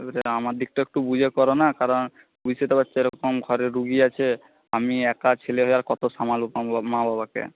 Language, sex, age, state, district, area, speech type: Bengali, male, 18-30, West Bengal, Jhargram, rural, conversation